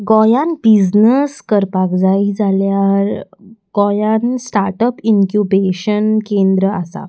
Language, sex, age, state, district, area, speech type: Goan Konkani, female, 18-30, Goa, Salcete, urban, spontaneous